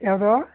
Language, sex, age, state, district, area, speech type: Kannada, male, 60+, Karnataka, Mysore, urban, conversation